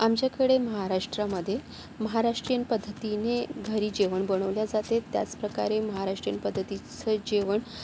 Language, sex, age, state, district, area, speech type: Marathi, female, 30-45, Maharashtra, Yavatmal, urban, spontaneous